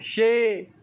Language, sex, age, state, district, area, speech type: Punjabi, male, 18-30, Punjab, Gurdaspur, rural, read